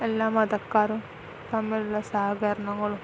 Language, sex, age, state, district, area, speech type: Malayalam, female, 18-30, Kerala, Kozhikode, rural, spontaneous